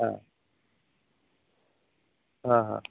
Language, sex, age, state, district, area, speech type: Marathi, male, 45-60, Maharashtra, Amravati, rural, conversation